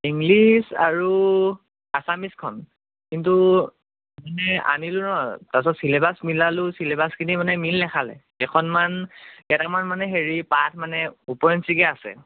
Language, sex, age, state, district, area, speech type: Assamese, male, 18-30, Assam, Dhemaji, rural, conversation